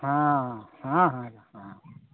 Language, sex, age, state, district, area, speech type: Hindi, male, 60+, Uttar Pradesh, Chandauli, rural, conversation